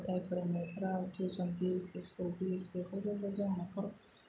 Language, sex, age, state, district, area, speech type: Bodo, female, 30-45, Assam, Chirang, urban, spontaneous